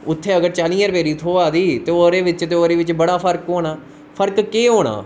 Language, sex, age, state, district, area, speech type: Dogri, male, 18-30, Jammu and Kashmir, Udhampur, urban, spontaneous